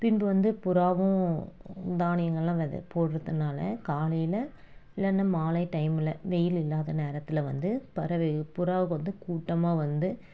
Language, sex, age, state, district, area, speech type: Tamil, female, 30-45, Tamil Nadu, Dharmapuri, rural, spontaneous